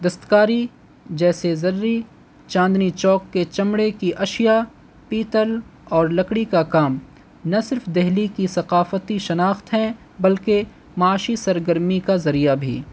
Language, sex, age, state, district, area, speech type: Urdu, male, 18-30, Delhi, North East Delhi, urban, spontaneous